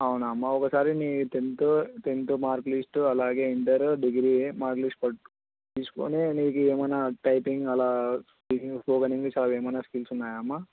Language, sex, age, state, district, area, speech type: Telugu, male, 18-30, Andhra Pradesh, Krishna, urban, conversation